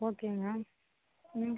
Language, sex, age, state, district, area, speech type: Tamil, female, 45-60, Tamil Nadu, Thoothukudi, urban, conversation